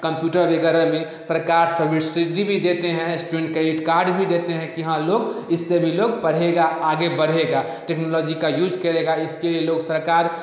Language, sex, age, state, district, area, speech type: Hindi, male, 18-30, Bihar, Samastipur, rural, spontaneous